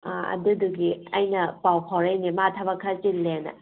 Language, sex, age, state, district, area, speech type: Manipuri, female, 18-30, Manipur, Kangpokpi, urban, conversation